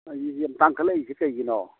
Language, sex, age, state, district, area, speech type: Manipuri, male, 45-60, Manipur, Imphal East, rural, conversation